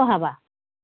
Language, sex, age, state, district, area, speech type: Assamese, female, 45-60, Assam, Sivasagar, urban, conversation